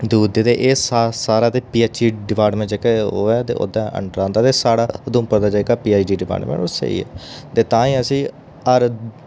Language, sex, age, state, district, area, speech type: Dogri, male, 30-45, Jammu and Kashmir, Udhampur, urban, spontaneous